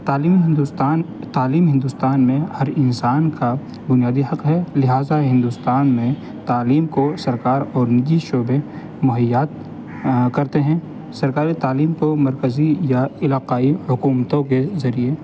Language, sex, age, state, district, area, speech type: Urdu, male, 18-30, Delhi, North West Delhi, urban, spontaneous